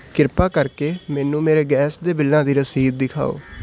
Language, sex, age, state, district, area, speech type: Punjabi, male, 18-30, Punjab, Hoshiarpur, urban, read